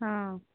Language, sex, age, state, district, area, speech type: Odia, female, 45-60, Odisha, Sambalpur, rural, conversation